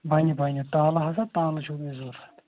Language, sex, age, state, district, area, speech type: Kashmiri, male, 18-30, Jammu and Kashmir, Anantnag, rural, conversation